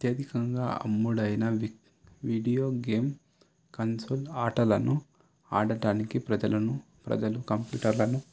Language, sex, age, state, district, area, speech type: Telugu, male, 18-30, Telangana, Sangareddy, urban, spontaneous